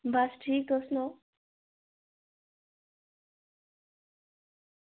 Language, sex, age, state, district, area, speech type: Dogri, female, 18-30, Jammu and Kashmir, Reasi, urban, conversation